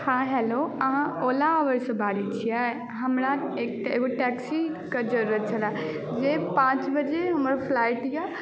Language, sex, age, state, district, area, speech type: Maithili, male, 18-30, Bihar, Madhubani, rural, spontaneous